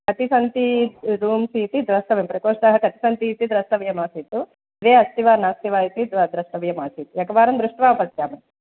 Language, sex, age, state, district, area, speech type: Sanskrit, female, 45-60, Andhra Pradesh, East Godavari, urban, conversation